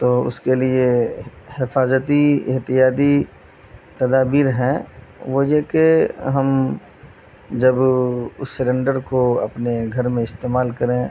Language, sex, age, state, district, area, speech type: Urdu, male, 30-45, Bihar, Madhubani, urban, spontaneous